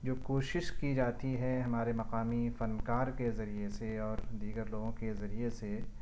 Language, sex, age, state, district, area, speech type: Urdu, male, 45-60, Delhi, Central Delhi, urban, spontaneous